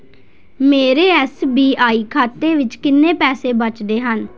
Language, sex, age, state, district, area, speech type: Punjabi, female, 18-30, Punjab, Patiala, urban, read